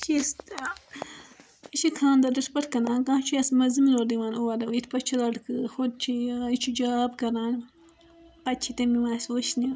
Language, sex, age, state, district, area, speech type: Kashmiri, female, 18-30, Jammu and Kashmir, Srinagar, rural, spontaneous